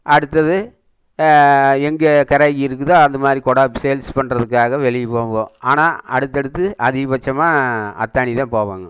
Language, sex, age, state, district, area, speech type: Tamil, male, 60+, Tamil Nadu, Erode, urban, spontaneous